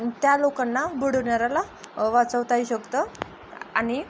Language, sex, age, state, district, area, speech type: Marathi, female, 18-30, Maharashtra, Osmanabad, rural, spontaneous